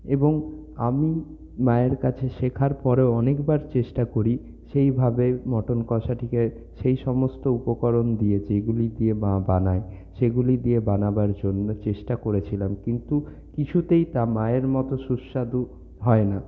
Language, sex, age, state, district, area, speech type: Bengali, male, 30-45, West Bengal, Purulia, urban, spontaneous